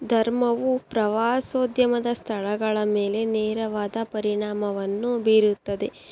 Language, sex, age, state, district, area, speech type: Kannada, female, 18-30, Karnataka, Tumkur, urban, spontaneous